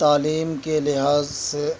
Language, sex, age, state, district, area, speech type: Urdu, male, 18-30, Delhi, Central Delhi, rural, spontaneous